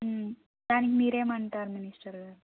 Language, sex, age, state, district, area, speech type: Telugu, female, 18-30, Andhra Pradesh, Guntur, urban, conversation